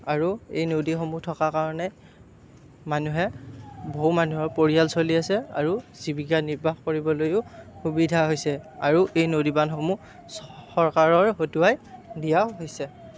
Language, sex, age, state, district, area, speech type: Assamese, male, 30-45, Assam, Darrang, rural, spontaneous